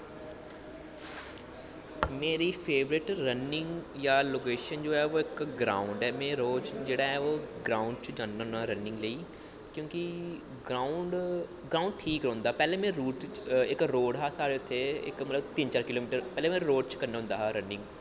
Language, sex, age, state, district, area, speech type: Dogri, male, 18-30, Jammu and Kashmir, Jammu, urban, spontaneous